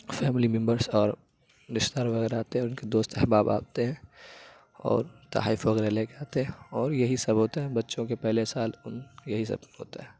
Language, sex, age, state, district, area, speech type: Urdu, male, 30-45, Uttar Pradesh, Lucknow, rural, spontaneous